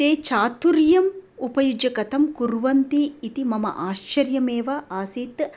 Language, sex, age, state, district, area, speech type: Sanskrit, female, 30-45, Tamil Nadu, Coimbatore, rural, spontaneous